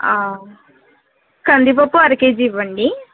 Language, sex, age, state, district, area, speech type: Telugu, female, 45-60, Andhra Pradesh, East Godavari, rural, conversation